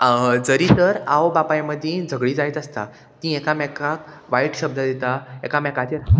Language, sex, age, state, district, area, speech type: Goan Konkani, male, 18-30, Goa, Murmgao, rural, spontaneous